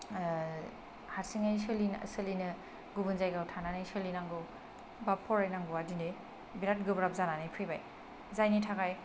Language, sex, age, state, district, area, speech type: Bodo, female, 30-45, Assam, Kokrajhar, rural, spontaneous